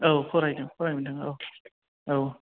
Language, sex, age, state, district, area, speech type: Bodo, male, 30-45, Assam, Chirang, rural, conversation